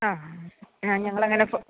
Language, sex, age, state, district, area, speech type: Malayalam, female, 45-60, Kerala, Idukki, rural, conversation